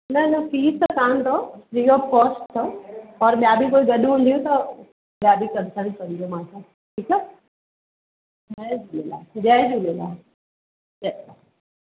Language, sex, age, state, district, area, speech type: Sindhi, female, 45-60, Uttar Pradesh, Lucknow, urban, conversation